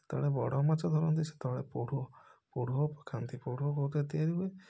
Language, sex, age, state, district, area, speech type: Odia, male, 30-45, Odisha, Puri, urban, spontaneous